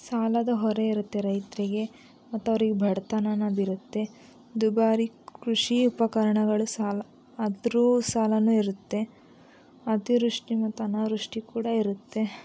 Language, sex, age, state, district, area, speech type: Kannada, female, 18-30, Karnataka, Chitradurga, urban, spontaneous